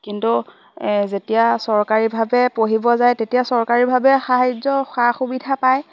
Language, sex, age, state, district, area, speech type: Assamese, female, 18-30, Assam, Lakhimpur, rural, spontaneous